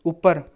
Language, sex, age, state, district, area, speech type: Punjabi, male, 18-30, Punjab, Gurdaspur, urban, read